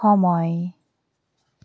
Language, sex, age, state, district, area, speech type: Assamese, female, 18-30, Assam, Tinsukia, urban, read